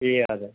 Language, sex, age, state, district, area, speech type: Nepali, male, 30-45, West Bengal, Kalimpong, rural, conversation